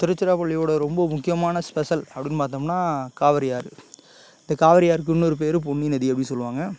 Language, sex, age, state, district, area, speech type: Tamil, male, 30-45, Tamil Nadu, Tiruchirappalli, rural, spontaneous